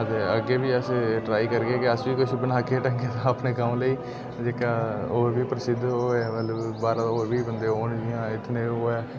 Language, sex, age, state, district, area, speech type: Dogri, male, 18-30, Jammu and Kashmir, Udhampur, rural, spontaneous